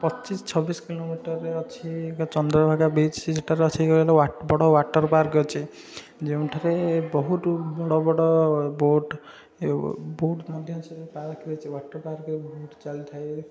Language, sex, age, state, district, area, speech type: Odia, male, 18-30, Odisha, Puri, urban, spontaneous